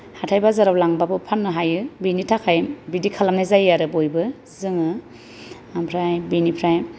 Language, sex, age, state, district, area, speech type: Bodo, female, 30-45, Assam, Kokrajhar, rural, spontaneous